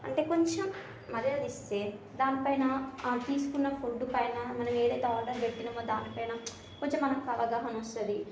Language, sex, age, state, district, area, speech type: Telugu, female, 18-30, Telangana, Hyderabad, urban, spontaneous